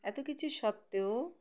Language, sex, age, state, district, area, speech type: Bengali, female, 30-45, West Bengal, Birbhum, urban, spontaneous